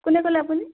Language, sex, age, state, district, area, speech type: Assamese, male, 18-30, Assam, Sonitpur, rural, conversation